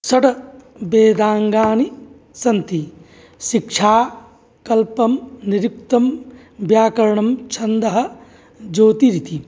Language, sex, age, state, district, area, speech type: Sanskrit, male, 45-60, Uttar Pradesh, Mirzapur, urban, spontaneous